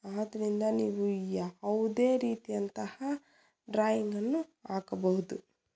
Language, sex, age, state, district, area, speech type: Kannada, female, 18-30, Karnataka, Chikkaballapur, rural, spontaneous